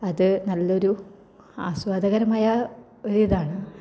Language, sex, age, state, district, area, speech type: Malayalam, female, 18-30, Kerala, Kasaragod, rural, spontaneous